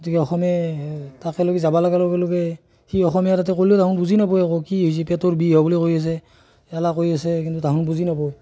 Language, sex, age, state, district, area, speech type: Assamese, male, 30-45, Assam, Barpeta, rural, spontaneous